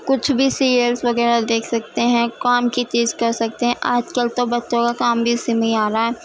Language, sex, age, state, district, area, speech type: Urdu, female, 18-30, Uttar Pradesh, Gautam Buddha Nagar, urban, spontaneous